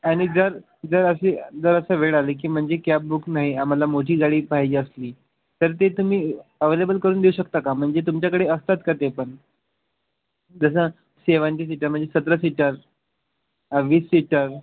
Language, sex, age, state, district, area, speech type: Marathi, male, 18-30, Maharashtra, Wardha, rural, conversation